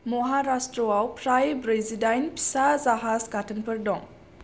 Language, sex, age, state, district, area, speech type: Bodo, female, 18-30, Assam, Chirang, urban, read